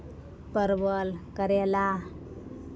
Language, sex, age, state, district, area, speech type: Maithili, female, 30-45, Bihar, Madhepura, rural, spontaneous